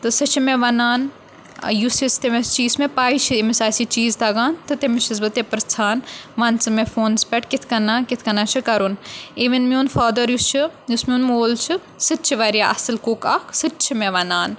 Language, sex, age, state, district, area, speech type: Kashmiri, female, 18-30, Jammu and Kashmir, Kupwara, urban, spontaneous